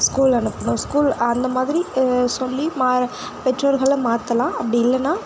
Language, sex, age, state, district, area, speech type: Tamil, female, 45-60, Tamil Nadu, Sivaganga, rural, spontaneous